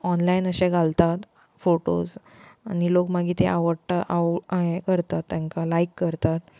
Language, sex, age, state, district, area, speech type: Goan Konkani, female, 18-30, Goa, Murmgao, urban, spontaneous